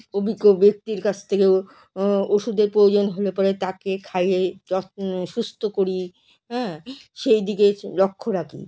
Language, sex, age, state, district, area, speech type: Bengali, female, 45-60, West Bengal, Alipurduar, rural, spontaneous